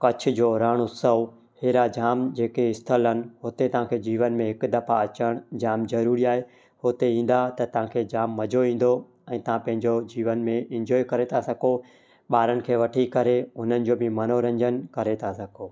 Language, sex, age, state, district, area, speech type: Sindhi, male, 30-45, Gujarat, Kutch, rural, spontaneous